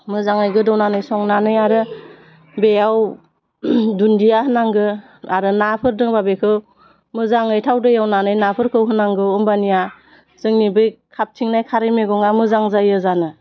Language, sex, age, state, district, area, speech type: Bodo, female, 45-60, Assam, Udalguri, urban, spontaneous